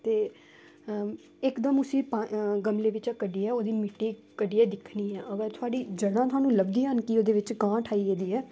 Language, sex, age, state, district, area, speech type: Dogri, female, 18-30, Jammu and Kashmir, Samba, rural, spontaneous